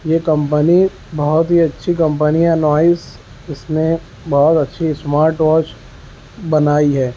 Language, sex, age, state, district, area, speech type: Urdu, male, 18-30, Maharashtra, Nashik, urban, spontaneous